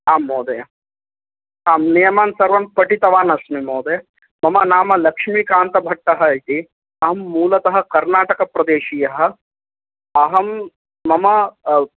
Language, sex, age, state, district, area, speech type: Sanskrit, male, 18-30, Karnataka, Uttara Kannada, rural, conversation